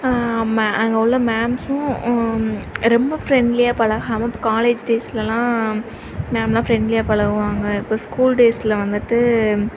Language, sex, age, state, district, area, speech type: Tamil, female, 18-30, Tamil Nadu, Sivaganga, rural, spontaneous